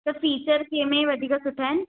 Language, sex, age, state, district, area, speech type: Sindhi, female, 18-30, Maharashtra, Thane, urban, conversation